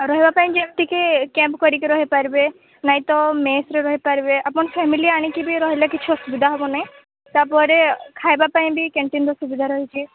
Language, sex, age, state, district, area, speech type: Odia, female, 18-30, Odisha, Sambalpur, rural, conversation